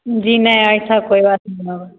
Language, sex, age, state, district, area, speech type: Hindi, female, 18-30, Bihar, Begusarai, urban, conversation